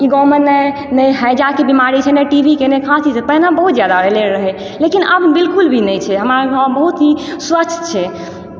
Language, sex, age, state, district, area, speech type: Maithili, female, 18-30, Bihar, Supaul, rural, spontaneous